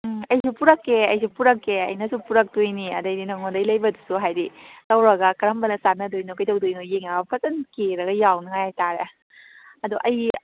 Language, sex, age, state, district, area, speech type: Manipuri, female, 30-45, Manipur, Kakching, rural, conversation